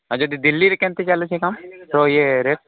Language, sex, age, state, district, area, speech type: Odia, male, 45-60, Odisha, Nuapada, urban, conversation